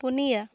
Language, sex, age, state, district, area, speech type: Santali, female, 18-30, West Bengal, Purulia, rural, read